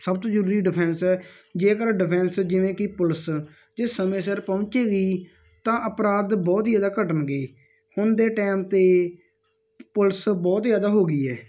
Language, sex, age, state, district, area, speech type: Punjabi, male, 18-30, Punjab, Muktsar, rural, spontaneous